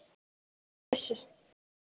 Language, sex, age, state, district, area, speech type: Dogri, female, 18-30, Jammu and Kashmir, Samba, rural, conversation